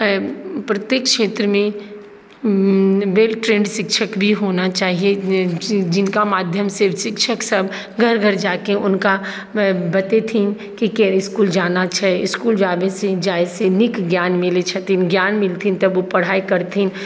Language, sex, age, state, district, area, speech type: Maithili, female, 30-45, Bihar, Madhubani, urban, spontaneous